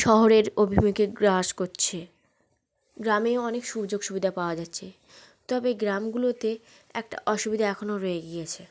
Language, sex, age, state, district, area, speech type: Bengali, female, 30-45, West Bengal, South 24 Parganas, rural, spontaneous